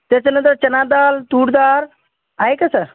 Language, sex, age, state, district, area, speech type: Marathi, male, 30-45, Maharashtra, Washim, urban, conversation